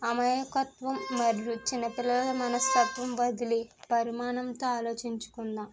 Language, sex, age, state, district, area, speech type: Telugu, female, 18-30, Andhra Pradesh, East Godavari, rural, spontaneous